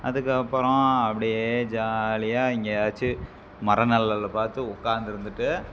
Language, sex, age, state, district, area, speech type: Tamil, male, 30-45, Tamil Nadu, Namakkal, rural, spontaneous